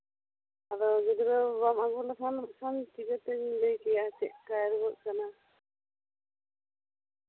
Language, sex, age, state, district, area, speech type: Santali, female, 30-45, West Bengal, Bankura, rural, conversation